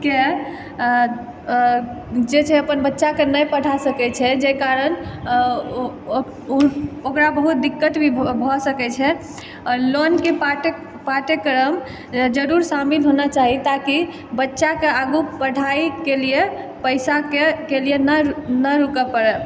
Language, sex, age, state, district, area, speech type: Maithili, female, 18-30, Bihar, Purnia, urban, spontaneous